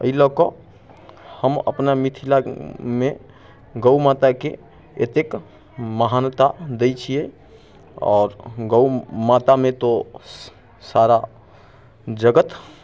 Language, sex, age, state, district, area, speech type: Maithili, male, 30-45, Bihar, Muzaffarpur, rural, spontaneous